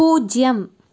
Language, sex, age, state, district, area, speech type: Tamil, female, 30-45, Tamil Nadu, Cuddalore, urban, read